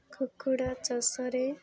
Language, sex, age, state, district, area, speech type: Odia, female, 18-30, Odisha, Nabarangpur, urban, spontaneous